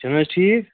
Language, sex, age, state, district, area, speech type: Kashmiri, male, 18-30, Jammu and Kashmir, Bandipora, rural, conversation